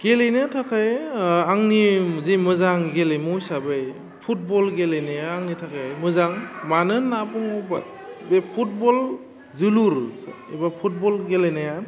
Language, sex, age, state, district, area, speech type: Bodo, male, 18-30, Assam, Udalguri, urban, spontaneous